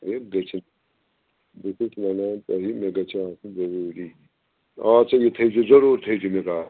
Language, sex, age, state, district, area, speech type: Kashmiri, male, 60+, Jammu and Kashmir, Srinagar, urban, conversation